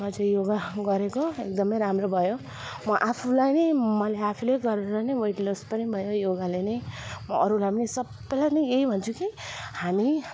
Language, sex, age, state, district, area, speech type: Nepali, female, 30-45, West Bengal, Alipurduar, urban, spontaneous